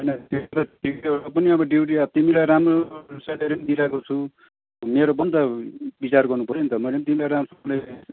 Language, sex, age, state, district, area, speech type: Nepali, male, 45-60, West Bengal, Kalimpong, rural, conversation